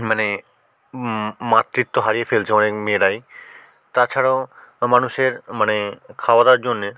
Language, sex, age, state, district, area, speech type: Bengali, male, 45-60, West Bengal, South 24 Parganas, rural, spontaneous